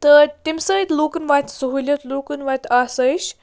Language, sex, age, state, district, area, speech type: Kashmiri, female, 30-45, Jammu and Kashmir, Bandipora, rural, spontaneous